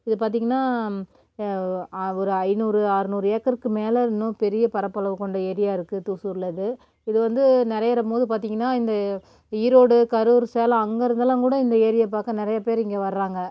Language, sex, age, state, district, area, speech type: Tamil, female, 30-45, Tamil Nadu, Namakkal, rural, spontaneous